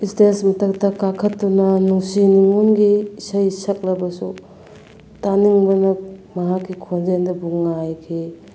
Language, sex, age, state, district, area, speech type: Manipuri, female, 30-45, Manipur, Bishnupur, rural, spontaneous